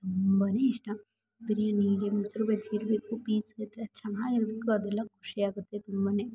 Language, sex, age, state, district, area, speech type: Kannada, female, 18-30, Karnataka, Mysore, urban, spontaneous